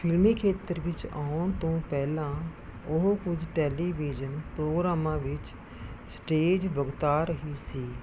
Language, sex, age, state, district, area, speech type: Punjabi, female, 45-60, Punjab, Rupnagar, rural, read